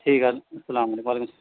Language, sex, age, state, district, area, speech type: Urdu, male, 30-45, Bihar, East Champaran, urban, conversation